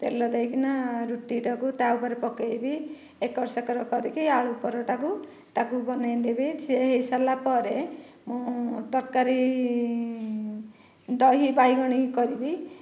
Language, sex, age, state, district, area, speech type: Odia, female, 45-60, Odisha, Dhenkanal, rural, spontaneous